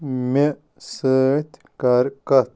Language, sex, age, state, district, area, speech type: Kashmiri, male, 30-45, Jammu and Kashmir, Ganderbal, rural, read